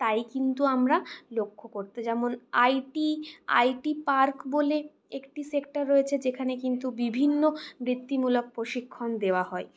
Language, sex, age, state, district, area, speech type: Bengali, female, 60+, West Bengal, Purulia, urban, spontaneous